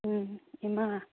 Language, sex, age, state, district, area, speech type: Manipuri, female, 18-30, Manipur, Kangpokpi, urban, conversation